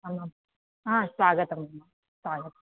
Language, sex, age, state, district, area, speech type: Sanskrit, female, 18-30, Andhra Pradesh, Anantapur, rural, conversation